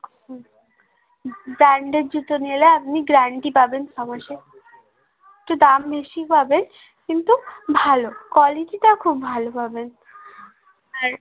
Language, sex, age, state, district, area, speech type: Bengali, female, 18-30, West Bengal, Uttar Dinajpur, urban, conversation